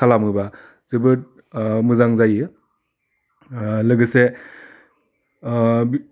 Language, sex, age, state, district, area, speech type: Bodo, male, 30-45, Assam, Udalguri, urban, spontaneous